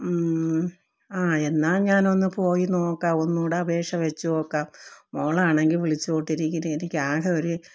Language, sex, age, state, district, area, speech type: Malayalam, female, 45-60, Kerala, Thiruvananthapuram, rural, spontaneous